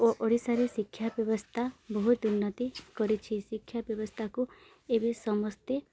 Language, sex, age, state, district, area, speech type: Odia, female, 18-30, Odisha, Subarnapur, urban, spontaneous